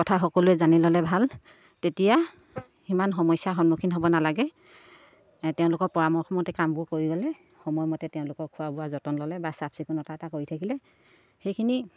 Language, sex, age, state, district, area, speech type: Assamese, female, 30-45, Assam, Sivasagar, rural, spontaneous